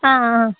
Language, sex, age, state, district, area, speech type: Tamil, female, 18-30, Tamil Nadu, Namakkal, rural, conversation